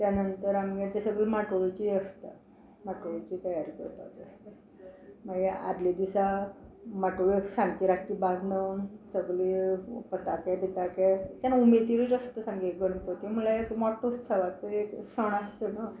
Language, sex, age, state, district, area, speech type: Goan Konkani, female, 60+, Goa, Quepem, rural, spontaneous